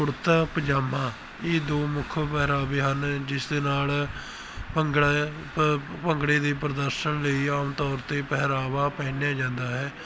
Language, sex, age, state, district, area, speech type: Punjabi, male, 18-30, Punjab, Barnala, rural, spontaneous